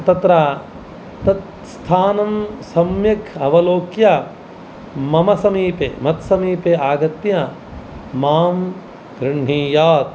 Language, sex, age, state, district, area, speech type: Sanskrit, male, 45-60, Karnataka, Dakshina Kannada, rural, spontaneous